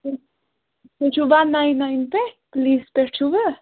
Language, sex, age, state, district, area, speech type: Kashmiri, female, 18-30, Jammu and Kashmir, Budgam, rural, conversation